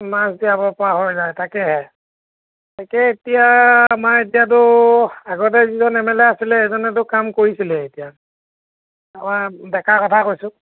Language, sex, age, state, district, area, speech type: Assamese, male, 30-45, Assam, Lakhimpur, rural, conversation